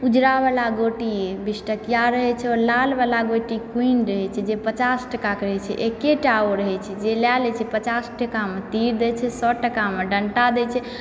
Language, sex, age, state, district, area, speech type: Maithili, female, 45-60, Bihar, Supaul, rural, spontaneous